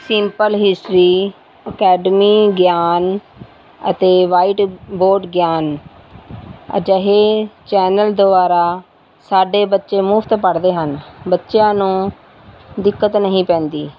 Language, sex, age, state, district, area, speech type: Punjabi, female, 45-60, Punjab, Rupnagar, rural, spontaneous